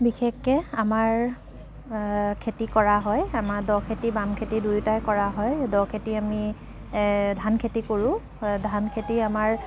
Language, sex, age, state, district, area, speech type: Assamese, female, 45-60, Assam, Dibrugarh, rural, spontaneous